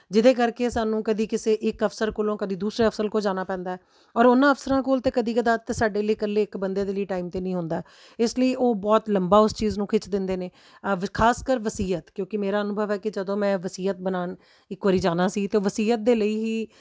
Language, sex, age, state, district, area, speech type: Punjabi, female, 30-45, Punjab, Tarn Taran, urban, spontaneous